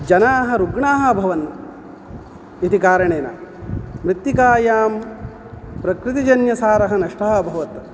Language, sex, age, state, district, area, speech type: Sanskrit, male, 45-60, Karnataka, Udupi, urban, spontaneous